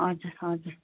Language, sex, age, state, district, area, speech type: Nepali, female, 45-60, West Bengal, Darjeeling, rural, conversation